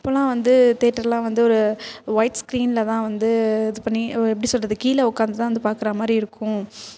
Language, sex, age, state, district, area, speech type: Tamil, female, 18-30, Tamil Nadu, Thanjavur, urban, spontaneous